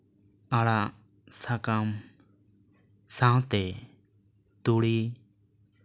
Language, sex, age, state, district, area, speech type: Santali, male, 18-30, West Bengal, Bankura, rural, spontaneous